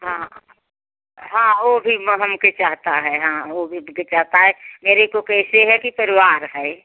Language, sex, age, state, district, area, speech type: Hindi, female, 60+, Uttar Pradesh, Jaunpur, rural, conversation